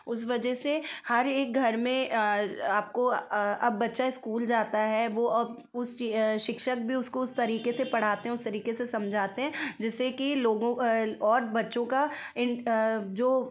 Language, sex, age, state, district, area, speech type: Hindi, female, 30-45, Madhya Pradesh, Ujjain, urban, spontaneous